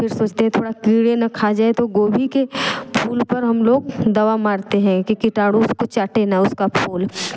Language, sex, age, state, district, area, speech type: Hindi, female, 30-45, Uttar Pradesh, Varanasi, rural, spontaneous